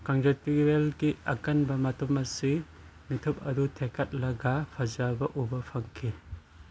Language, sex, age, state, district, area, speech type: Manipuri, male, 18-30, Manipur, Churachandpur, rural, read